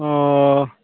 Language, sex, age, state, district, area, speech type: Bodo, male, 60+, Assam, Udalguri, rural, conversation